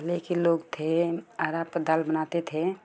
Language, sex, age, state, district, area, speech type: Hindi, female, 18-30, Uttar Pradesh, Ghazipur, rural, spontaneous